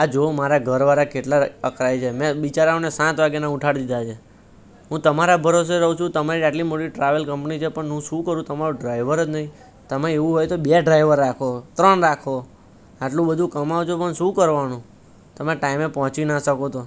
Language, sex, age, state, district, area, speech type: Gujarati, male, 18-30, Gujarat, Anand, urban, spontaneous